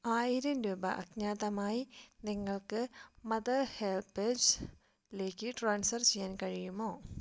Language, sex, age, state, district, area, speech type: Malayalam, female, 18-30, Kerala, Wayanad, rural, read